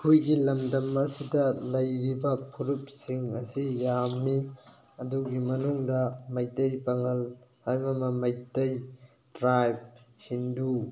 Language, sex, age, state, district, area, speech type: Manipuri, male, 18-30, Manipur, Thoubal, rural, spontaneous